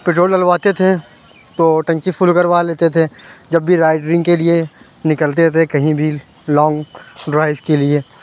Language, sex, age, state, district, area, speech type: Urdu, male, 18-30, Uttar Pradesh, Lucknow, urban, spontaneous